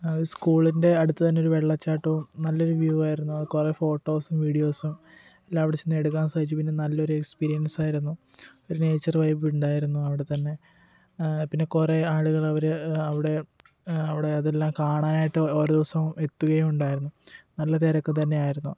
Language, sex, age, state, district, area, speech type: Malayalam, male, 18-30, Kerala, Kottayam, rural, spontaneous